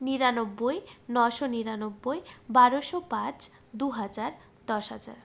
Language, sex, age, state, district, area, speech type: Bengali, female, 45-60, West Bengal, Purulia, urban, spontaneous